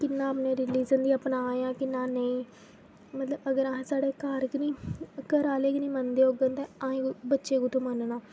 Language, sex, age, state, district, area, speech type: Dogri, female, 18-30, Jammu and Kashmir, Jammu, rural, spontaneous